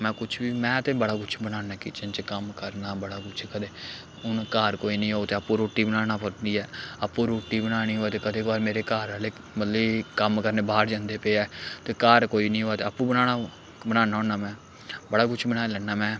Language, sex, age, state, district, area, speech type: Dogri, male, 18-30, Jammu and Kashmir, Samba, urban, spontaneous